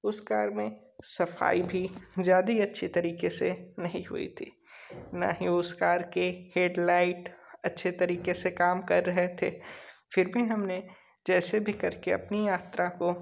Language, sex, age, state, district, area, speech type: Hindi, male, 30-45, Uttar Pradesh, Sonbhadra, rural, spontaneous